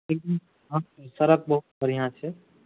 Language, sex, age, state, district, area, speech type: Maithili, male, 18-30, Bihar, Madhubani, rural, conversation